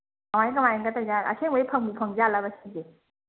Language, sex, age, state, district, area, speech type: Manipuri, female, 30-45, Manipur, Senapati, rural, conversation